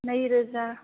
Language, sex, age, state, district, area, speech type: Bodo, female, 45-60, Assam, Kokrajhar, urban, conversation